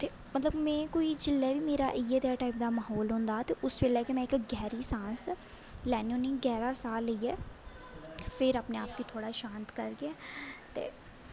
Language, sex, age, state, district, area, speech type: Dogri, female, 18-30, Jammu and Kashmir, Jammu, rural, spontaneous